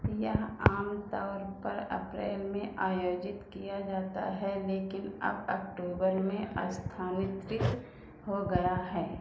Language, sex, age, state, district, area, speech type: Hindi, female, 45-60, Uttar Pradesh, Ayodhya, rural, read